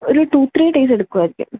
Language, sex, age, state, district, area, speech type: Malayalam, female, 18-30, Kerala, Alappuzha, rural, conversation